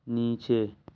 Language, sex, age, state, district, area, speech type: Urdu, male, 18-30, Delhi, East Delhi, urban, read